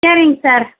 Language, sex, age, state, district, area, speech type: Tamil, female, 60+, Tamil Nadu, Mayiladuthurai, rural, conversation